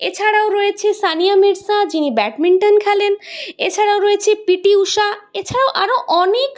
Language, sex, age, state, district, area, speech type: Bengali, female, 30-45, West Bengal, Purulia, urban, spontaneous